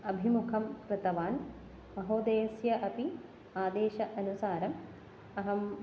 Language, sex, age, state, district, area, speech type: Sanskrit, female, 30-45, Kerala, Ernakulam, urban, spontaneous